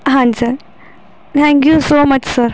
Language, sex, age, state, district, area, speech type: Punjabi, female, 18-30, Punjab, Barnala, urban, spontaneous